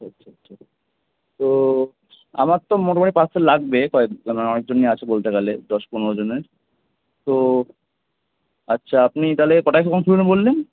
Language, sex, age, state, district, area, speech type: Bengali, male, 18-30, West Bengal, Kolkata, urban, conversation